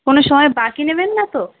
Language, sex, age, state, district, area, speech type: Bengali, female, 18-30, West Bengal, Uttar Dinajpur, urban, conversation